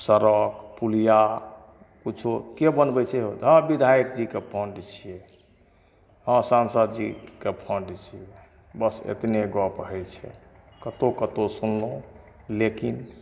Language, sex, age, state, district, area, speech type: Maithili, male, 60+, Bihar, Madhepura, urban, spontaneous